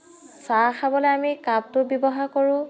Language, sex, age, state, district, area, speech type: Assamese, female, 30-45, Assam, Dhemaji, rural, spontaneous